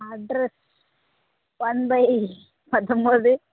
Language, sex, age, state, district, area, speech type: Tamil, female, 18-30, Tamil Nadu, Thoothukudi, rural, conversation